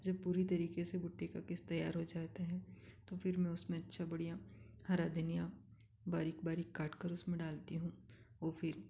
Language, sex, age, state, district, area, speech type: Hindi, female, 45-60, Madhya Pradesh, Ujjain, rural, spontaneous